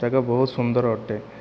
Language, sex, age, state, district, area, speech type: Odia, male, 45-60, Odisha, Kandhamal, rural, spontaneous